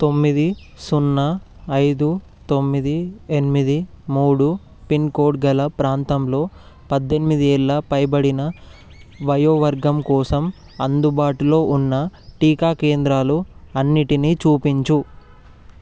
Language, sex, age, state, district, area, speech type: Telugu, male, 18-30, Telangana, Vikarabad, urban, read